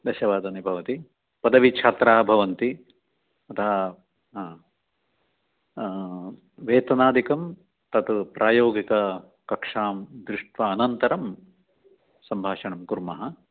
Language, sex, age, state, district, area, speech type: Sanskrit, male, 60+, Karnataka, Dakshina Kannada, rural, conversation